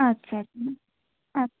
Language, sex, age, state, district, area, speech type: Bengali, female, 18-30, West Bengal, Cooch Behar, urban, conversation